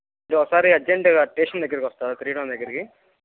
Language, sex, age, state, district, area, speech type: Telugu, male, 18-30, Andhra Pradesh, Guntur, rural, conversation